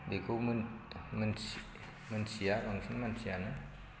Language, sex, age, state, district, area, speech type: Bodo, male, 45-60, Assam, Chirang, rural, spontaneous